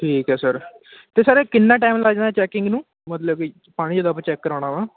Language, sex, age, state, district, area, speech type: Punjabi, male, 18-30, Punjab, Ludhiana, urban, conversation